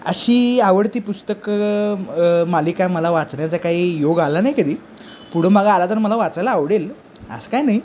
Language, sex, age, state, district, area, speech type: Marathi, male, 18-30, Maharashtra, Sangli, urban, spontaneous